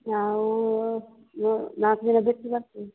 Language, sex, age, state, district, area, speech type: Kannada, female, 30-45, Karnataka, Udupi, rural, conversation